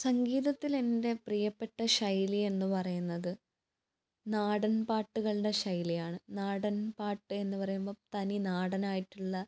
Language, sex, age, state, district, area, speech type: Malayalam, female, 18-30, Kerala, Kannur, urban, spontaneous